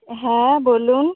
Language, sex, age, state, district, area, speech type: Bengali, female, 18-30, West Bengal, North 24 Parganas, urban, conversation